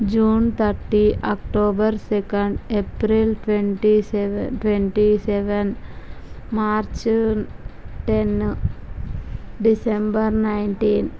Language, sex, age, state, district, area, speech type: Telugu, female, 18-30, Andhra Pradesh, Visakhapatnam, rural, spontaneous